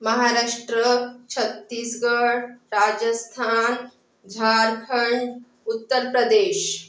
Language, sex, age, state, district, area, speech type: Marathi, female, 45-60, Maharashtra, Yavatmal, urban, spontaneous